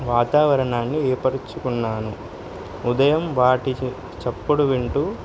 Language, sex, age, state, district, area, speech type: Telugu, male, 18-30, Telangana, Suryapet, urban, spontaneous